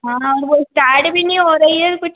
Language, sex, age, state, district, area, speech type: Hindi, female, 18-30, Madhya Pradesh, Harda, urban, conversation